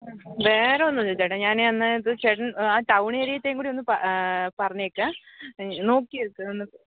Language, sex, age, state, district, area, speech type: Malayalam, female, 18-30, Kerala, Pathanamthitta, rural, conversation